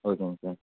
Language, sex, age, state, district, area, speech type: Tamil, male, 18-30, Tamil Nadu, Tiruppur, rural, conversation